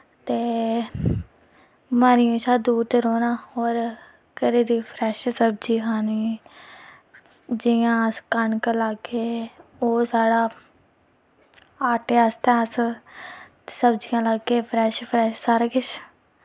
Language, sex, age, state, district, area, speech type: Dogri, female, 18-30, Jammu and Kashmir, Reasi, rural, spontaneous